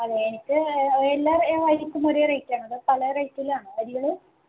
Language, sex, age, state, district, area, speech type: Malayalam, female, 18-30, Kerala, Palakkad, rural, conversation